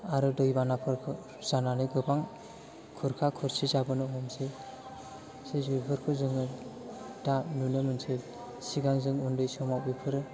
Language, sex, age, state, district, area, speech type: Bodo, male, 18-30, Assam, Chirang, urban, spontaneous